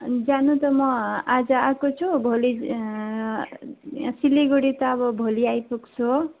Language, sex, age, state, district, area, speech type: Nepali, female, 18-30, West Bengal, Darjeeling, rural, conversation